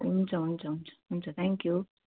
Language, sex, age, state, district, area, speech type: Nepali, female, 45-60, West Bengal, Darjeeling, rural, conversation